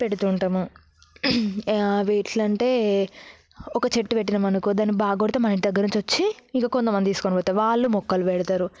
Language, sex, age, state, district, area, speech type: Telugu, female, 18-30, Telangana, Yadadri Bhuvanagiri, rural, spontaneous